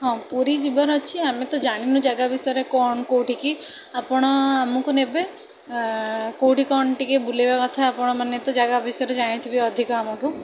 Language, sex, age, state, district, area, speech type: Odia, female, 18-30, Odisha, Bhadrak, rural, spontaneous